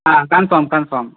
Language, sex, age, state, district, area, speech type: Kannada, male, 18-30, Karnataka, Chitradurga, rural, conversation